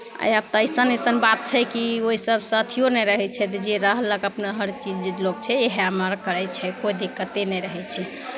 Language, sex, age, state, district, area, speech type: Maithili, female, 18-30, Bihar, Begusarai, urban, spontaneous